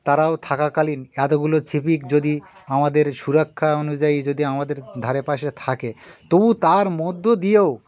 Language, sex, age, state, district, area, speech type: Bengali, male, 60+, West Bengal, Birbhum, urban, spontaneous